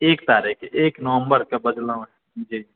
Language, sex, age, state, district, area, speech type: Maithili, male, 18-30, Bihar, Sitamarhi, urban, conversation